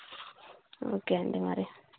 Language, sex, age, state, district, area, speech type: Telugu, female, 30-45, Telangana, Warangal, rural, conversation